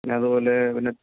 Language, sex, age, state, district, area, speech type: Malayalam, male, 45-60, Kerala, Palakkad, urban, conversation